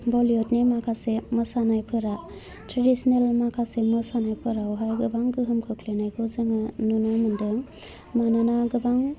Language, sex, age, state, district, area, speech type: Bodo, female, 30-45, Assam, Udalguri, rural, spontaneous